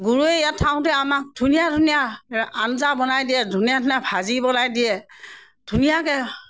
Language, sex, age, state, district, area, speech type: Assamese, female, 60+, Assam, Morigaon, rural, spontaneous